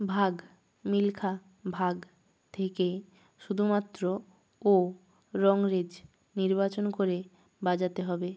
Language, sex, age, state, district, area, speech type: Bengali, female, 18-30, West Bengal, Purba Medinipur, rural, read